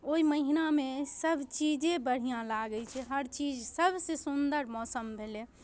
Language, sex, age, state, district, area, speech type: Maithili, female, 30-45, Bihar, Darbhanga, urban, spontaneous